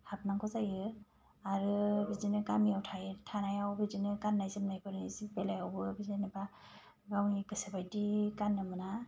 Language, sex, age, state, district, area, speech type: Bodo, female, 30-45, Assam, Kokrajhar, rural, spontaneous